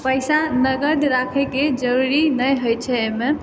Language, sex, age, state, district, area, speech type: Maithili, female, 18-30, Bihar, Purnia, urban, spontaneous